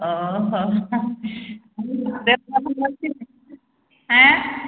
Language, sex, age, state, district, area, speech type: Odia, female, 45-60, Odisha, Angul, rural, conversation